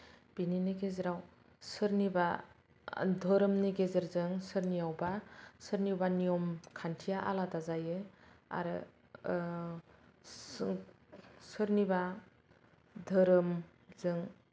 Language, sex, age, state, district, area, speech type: Bodo, female, 30-45, Assam, Kokrajhar, rural, spontaneous